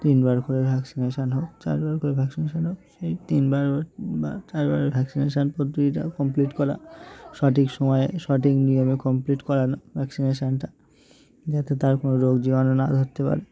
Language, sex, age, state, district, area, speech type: Bengali, male, 18-30, West Bengal, Uttar Dinajpur, urban, spontaneous